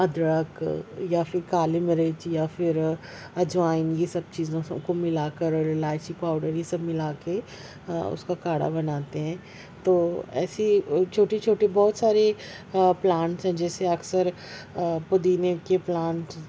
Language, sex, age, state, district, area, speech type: Urdu, female, 30-45, Maharashtra, Nashik, urban, spontaneous